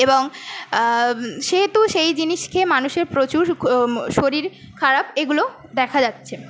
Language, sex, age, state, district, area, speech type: Bengali, female, 18-30, West Bengal, Paschim Medinipur, rural, spontaneous